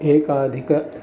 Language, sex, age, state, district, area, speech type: Sanskrit, male, 45-60, Kerala, Palakkad, urban, spontaneous